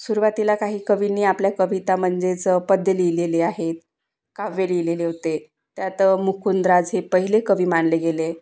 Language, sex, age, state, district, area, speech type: Marathi, female, 30-45, Maharashtra, Wardha, urban, spontaneous